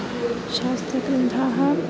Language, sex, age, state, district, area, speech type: Sanskrit, female, 18-30, Kerala, Thrissur, urban, spontaneous